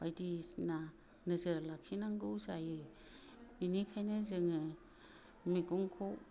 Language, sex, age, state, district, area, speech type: Bodo, female, 60+, Assam, Kokrajhar, urban, spontaneous